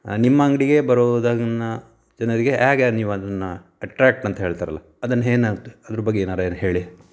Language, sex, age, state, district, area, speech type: Kannada, male, 45-60, Karnataka, Shimoga, rural, spontaneous